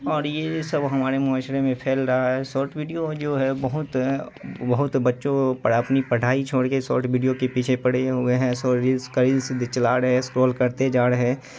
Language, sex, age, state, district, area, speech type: Urdu, male, 18-30, Bihar, Saharsa, rural, spontaneous